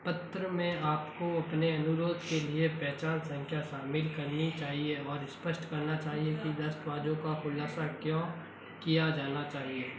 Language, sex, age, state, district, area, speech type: Hindi, male, 60+, Rajasthan, Jodhpur, urban, read